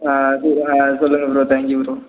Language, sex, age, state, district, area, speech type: Tamil, male, 18-30, Tamil Nadu, Perambalur, rural, conversation